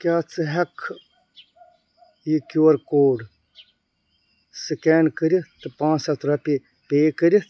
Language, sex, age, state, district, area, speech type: Kashmiri, other, 45-60, Jammu and Kashmir, Bandipora, rural, read